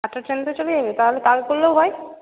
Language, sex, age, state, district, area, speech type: Bengali, female, 18-30, West Bengal, Jalpaiguri, rural, conversation